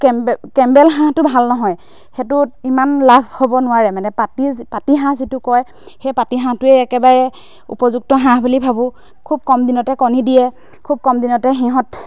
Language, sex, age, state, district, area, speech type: Assamese, female, 30-45, Assam, Majuli, urban, spontaneous